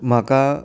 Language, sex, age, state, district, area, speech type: Goan Konkani, male, 30-45, Goa, Canacona, rural, spontaneous